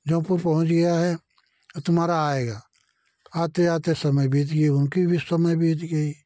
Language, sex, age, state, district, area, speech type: Hindi, male, 60+, Uttar Pradesh, Jaunpur, rural, spontaneous